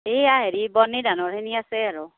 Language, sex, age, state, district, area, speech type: Assamese, female, 30-45, Assam, Darrang, rural, conversation